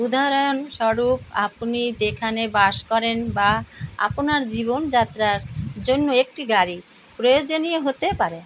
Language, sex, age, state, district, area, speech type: Bengali, female, 60+, West Bengal, Kolkata, urban, read